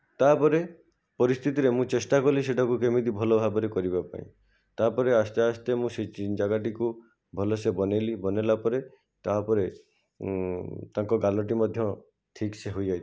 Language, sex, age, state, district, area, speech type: Odia, male, 45-60, Odisha, Jajpur, rural, spontaneous